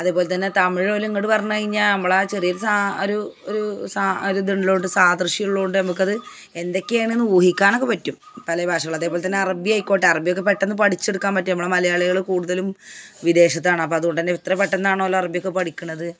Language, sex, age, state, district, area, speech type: Malayalam, female, 45-60, Kerala, Malappuram, rural, spontaneous